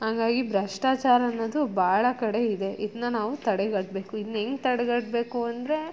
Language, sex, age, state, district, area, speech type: Kannada, female, 30-45, Karnataka, Chitradurga, rural, spontaneous